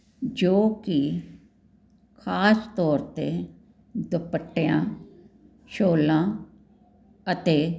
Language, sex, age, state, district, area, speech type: Punjabi, female, 60+, Punjab, Jalandhar, urban, spontaneous